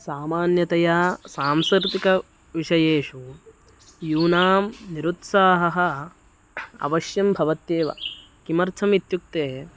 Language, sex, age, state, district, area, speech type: Sanskrit, male, 18-30, Karnataka, Uttara Kannada, rural, spontaneous